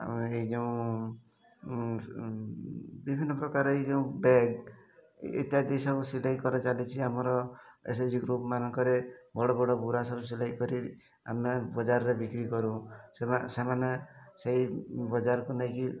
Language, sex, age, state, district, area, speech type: Odia, male, 45-60, Odisha, Mayurbhanj, rural, spontaneous